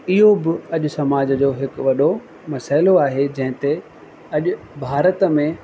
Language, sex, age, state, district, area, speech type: Sindhi, male, 30-45, Rajasthan, Ajmer, urban, spontaneous